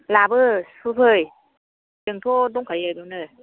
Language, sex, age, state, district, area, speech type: Bodo, female, 30-45, Assam, Kokrajhar, rural, conversation